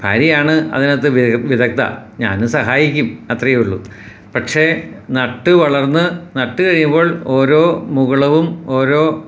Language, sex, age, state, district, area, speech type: Malayalam, male, 60+, Kerala, Ernakulam, rural, spontaneous